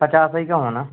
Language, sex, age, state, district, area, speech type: Hindi, male, 30-45, Madhya Pradesh, Seoni, urban, conversation